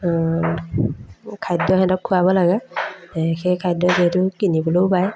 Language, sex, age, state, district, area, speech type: Assamese, female, 30-45, Assam, Majuli, urban, spontaneous